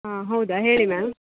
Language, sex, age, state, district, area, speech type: Kannada, female, 18-30, Karnataka, Dakshina Kannada, rural, conversation